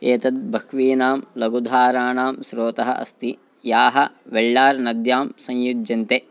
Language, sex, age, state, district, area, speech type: Sanskrit, male, 18-30, Karnataka, Haveri, rural, read